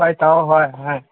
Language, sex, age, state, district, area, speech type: Manipuri, male, 18-30, Manipur, Senapati, rural, conversation